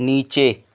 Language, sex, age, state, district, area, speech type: Hindi, male, 18-30, Madhya Pradesh, Seoni, urban, read